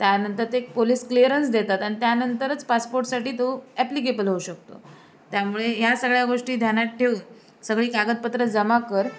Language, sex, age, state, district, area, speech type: Marathi, female, 18-30, Maharashtra, Sindhudurg, rural, spontaneous